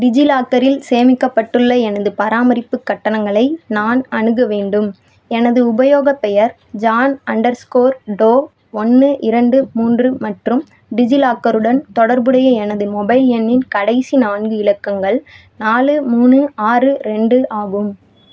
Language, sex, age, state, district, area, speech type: Tamil, female, 18-30, Tamil Nadu, Madurai, rural, read